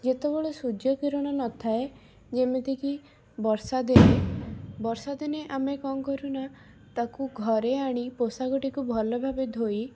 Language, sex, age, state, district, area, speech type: Odia, female, 18-30, Odisha, Cuttack, urban, spontaneous